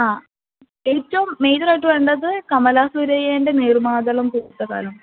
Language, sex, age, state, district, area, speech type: Malayalam, female, 30-45, Kerala, Palakkad, urban, conversation